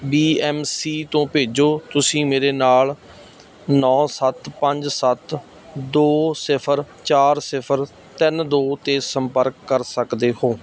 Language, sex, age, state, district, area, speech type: Punjabi, male, 30-45, Punjab, Ludhiana, rural, read